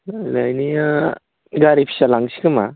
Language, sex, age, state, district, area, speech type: Bodo, male, 18-30, Assam, Baksa, rural, conversation